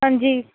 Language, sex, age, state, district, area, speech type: Punjabi, female, 30-45, Punjab, Kapurthala, urban, conversation